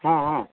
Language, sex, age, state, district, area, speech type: Odia, male, 30-45, Odisha, Kendrapara, urban, conversation